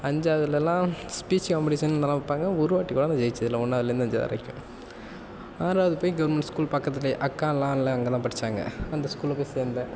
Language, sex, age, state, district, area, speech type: Tamil, male, 18-30, Tamil Nadu, Nagapattinam, urban, spontaneous